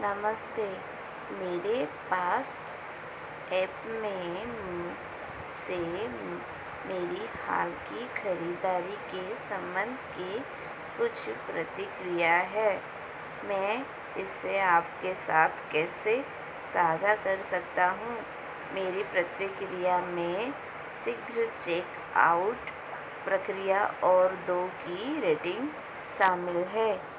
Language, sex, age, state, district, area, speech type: Hindi, female, 30-45, Madhya Pradesh, Seoni, urban, read